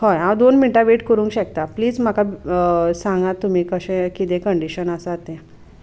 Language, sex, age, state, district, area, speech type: Goan Konkani, female, 30-45, Goa, Sanguem, rural, spontaneous